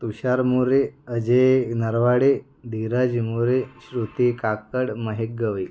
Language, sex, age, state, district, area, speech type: Marathi, male, 30-45, Maharashtra, Buldhana, urban, spontaneous